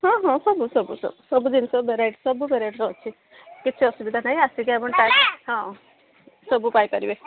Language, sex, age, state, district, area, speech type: Odia, female, 60+, Odisha, Gajapati, rural, conversation